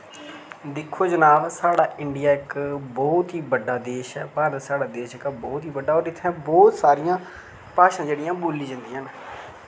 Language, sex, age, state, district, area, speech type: Dogri, male, 18-30, Jammu and Kashmir, Reasi, rural, spontaneous